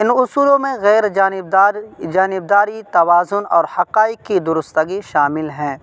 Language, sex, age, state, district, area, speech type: Urdu, male, 18-30, Uttar Pradesh, Saharanpur, urban, spontaneous